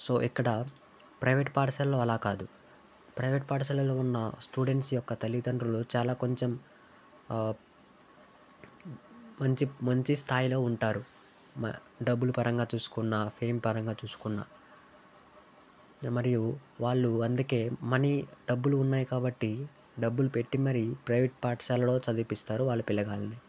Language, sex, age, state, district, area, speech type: Telugu, male, 18-30, Telangana, Sangareddy, urban, spontaneous